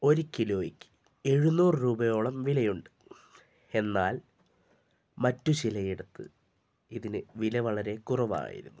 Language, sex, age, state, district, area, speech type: Malayalam, male, 45-60, Kerala, Wayanad, rural, spontaneous